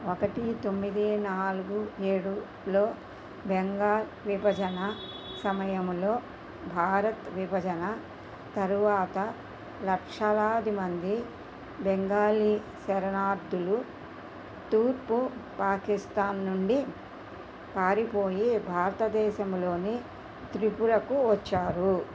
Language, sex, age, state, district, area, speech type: Telugu, female, 60+, Andhra Pradesh, Krishna, rural, read